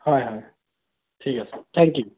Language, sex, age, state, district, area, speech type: Assamese, male, 30-45, Assam, Sonitpur, rural, conversation